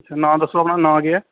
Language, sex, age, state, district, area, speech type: Dogri, male, 18-30, Jammu and Kashmir, Reasi, rural, conversation